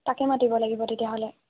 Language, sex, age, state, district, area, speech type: Assamese, female, 18-30, Assam, Sivasagar, rural, conversation